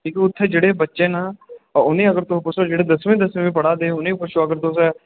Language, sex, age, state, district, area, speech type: Dogri, male, 18-30, Jammu and Kashmir, Udhampur, rural, conversation